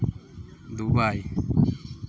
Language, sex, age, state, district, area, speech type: Santali, male, 18-30, West Bengal, Uttar Dinajpur, rural, spontaneous